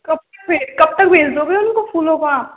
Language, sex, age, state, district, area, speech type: Hindi, female, 18-30, Rajasthan, Karauli, urban, conversation